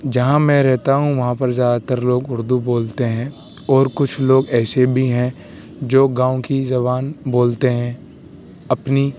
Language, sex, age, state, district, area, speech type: Urdu, male, 18-30, Uttar Pradesh, Aligarh, urban, spontaneous